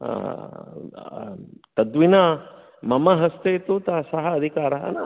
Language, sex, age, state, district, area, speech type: Sanskrit, male, 60+, Karnataka, Shimoga, urban, conversation